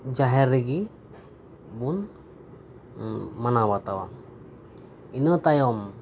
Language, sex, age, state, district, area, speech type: Santali, male, 30-45, West Bengal, Birbhum, rural, spontaneous